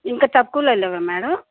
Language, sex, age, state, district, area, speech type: Telugu, female, 45-60, Andhra Pradesh, Bapatla, urban, conversation